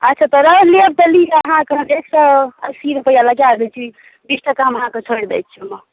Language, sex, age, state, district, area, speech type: Maithili, female, 18-30, Bihar, Darbhanga, rural, conversation